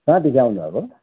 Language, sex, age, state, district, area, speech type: Nepali, male, 60+, West Bengal, Kalimpong, rural, conversation